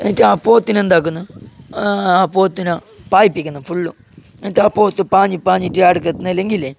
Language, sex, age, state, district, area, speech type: Malayalam, male, 18-30, Kerala, Kasaragod, urban, spontaneous